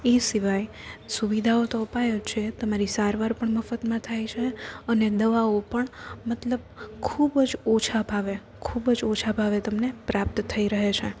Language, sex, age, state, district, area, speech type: Gujarati, female, 18-30, Gujarat, Rajkot, urban, spontaneous